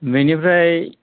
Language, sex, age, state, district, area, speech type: Bodo, male, 60+, Assam, Kokrajhar, rural, conversation